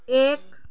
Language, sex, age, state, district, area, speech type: Nepali, female, 45-60, West Bengal, Jalpaiguri, urban, read